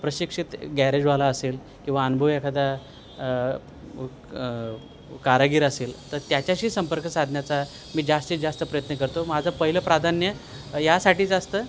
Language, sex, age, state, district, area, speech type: Marathi, male, 45-60, Maharashtra, Thane, rural, spontaneous